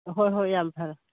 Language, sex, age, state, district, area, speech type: Manipuri, female, 45-60, Manipur, Churachandpur, urban, conversation